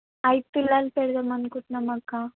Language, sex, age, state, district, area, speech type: Telugu, female, 18-30, Telangana, Vikarabad, rural, conversation